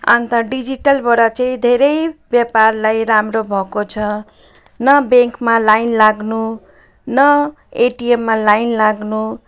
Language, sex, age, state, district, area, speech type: Nepali, female, 45-60, West Bengal, Jalpaiguri, rural, spontaneous